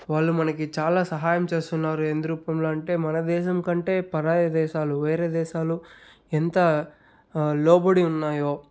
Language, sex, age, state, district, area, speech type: Telugu, male, 30-45, Andhra Pradesh, Chittoor, rural, spontaneous